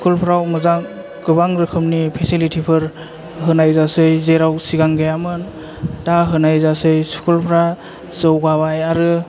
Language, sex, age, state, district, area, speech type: Bodo, male, 18-30, Assam, Chirang, urban, spontaneous